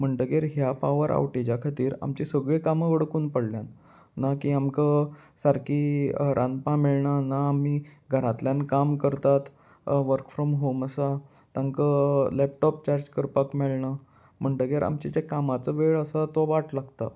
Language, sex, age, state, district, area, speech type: Goan Konkani, male, 18-30, Goa, Salcete, urban, spontaneous